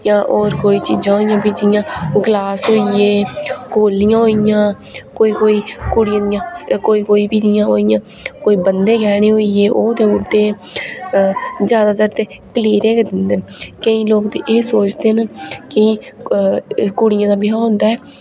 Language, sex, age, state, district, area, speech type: Dogri, female, 18-30, Jammu and Kashmir, Reasi, rural, spontaneous